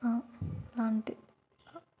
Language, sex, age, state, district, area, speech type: Telugu, female, 30-45, Telangana, Warangal, urban, spontaneous